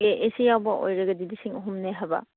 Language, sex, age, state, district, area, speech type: Manipuri, female, 30-45, Manipur, Chandel, rural, conversation